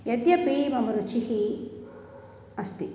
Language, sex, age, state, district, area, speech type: Sanskrit, female, 60+, Tamil Nadu, Thanjavur, urban, spontaneous